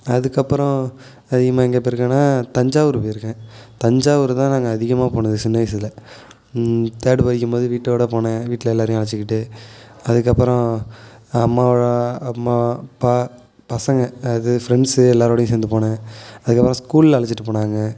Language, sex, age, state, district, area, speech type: Tamil, male, 18-30, Tamil Nadu, Nagapattinam, rural, spontaneous